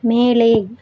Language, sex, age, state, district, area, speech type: Tamil, female, 18-30, Tamil Nadu, Madurai, rural, read